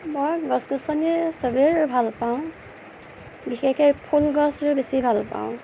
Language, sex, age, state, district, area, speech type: Assamese, female, 30-45, Assam, Nagaon, rural, spontaneous